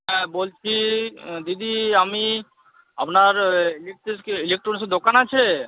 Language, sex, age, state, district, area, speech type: Bengali, male, 18-30, West Bengal, Uttar Dinajpur, rural, conversation